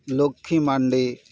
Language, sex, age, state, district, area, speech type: Santali, male, 45-60, West Bengal, Paschim Bardhaman, urban, spontaneous